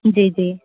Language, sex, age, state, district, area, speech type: Hindi, female, 30-45, Uttar Pradesh, Sitapur, rural, conversation